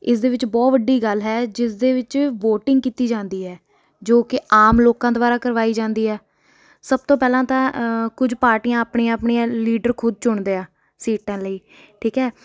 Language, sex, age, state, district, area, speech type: Punjabi, female, 18-30, Punjab, Ludhiana, urban, spontaneous